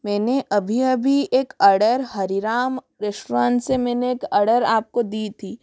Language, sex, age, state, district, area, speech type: Hindi, female, 30-45, Rajasthan, Jodhpur, rural, spontaneous